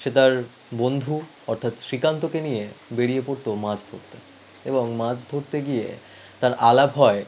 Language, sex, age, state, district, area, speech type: Bengali, male, 18-30, West Bengal, Howrah, urban, spontaneous